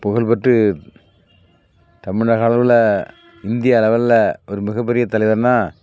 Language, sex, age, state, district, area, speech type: Tamil, male, 60+, Tamil Nadu, Tiruvarur, rural, spontaneous